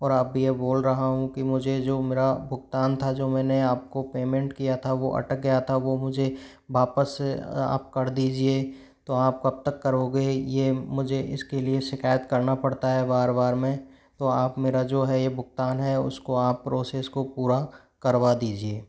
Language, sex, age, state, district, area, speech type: Hindi, male, 45-60, Rajasthan, Karauli, rural, spontaneous